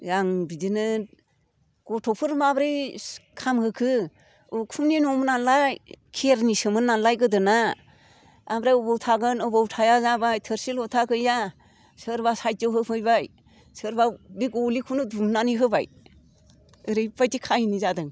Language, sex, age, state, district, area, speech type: Bodo, female, 60+, Assam, Chirang, rural, spontaneous